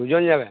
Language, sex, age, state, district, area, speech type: Bengali, male, 18-30, West Bengal, Uttar Dinajpur, urban, conversation